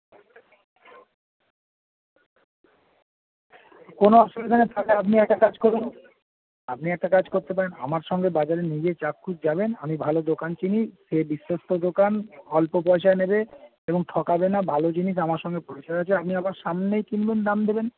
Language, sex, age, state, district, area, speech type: Bengali, male, 30-45, West Bengal, Howrah, urban, conversation